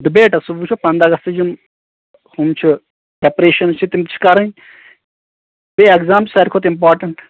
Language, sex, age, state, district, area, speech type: Kashmiri, male, 18-30, Jammu and Kashmir, Shopian, urban, conversation